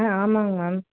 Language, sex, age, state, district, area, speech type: Tamil, female, 18-30, Tamil Nadu, Madurai, urban, conversation